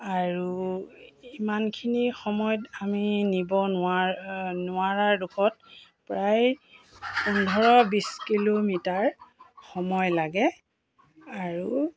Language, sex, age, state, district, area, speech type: Assamese, female, 45-60, Assam, Golaghat, rural, spontaneous